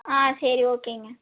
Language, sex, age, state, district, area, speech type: Tamil, female, 18-30, Tamil Nadu, Erode, rural, conversation